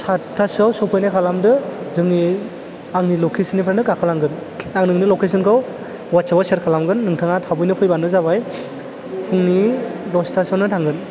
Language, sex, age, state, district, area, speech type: Bodo, male, 18-30, Assam, Chirang, urban, spontaneous